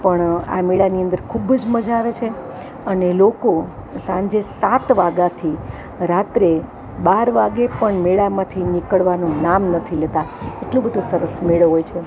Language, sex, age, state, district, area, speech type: Gujarati, female, 60+, Gujarat, Rajkot, urban, spontaneous